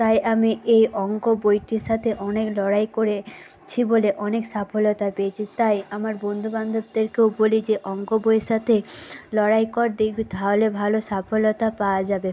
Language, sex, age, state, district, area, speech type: Bengali, female, 18-30, West Bengal, Nadia, rural, spontaneous